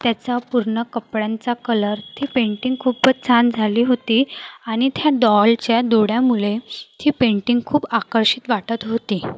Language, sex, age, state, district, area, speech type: Marathi, female, 18-30, Maharashtra, Nagpur, urban, spontaneous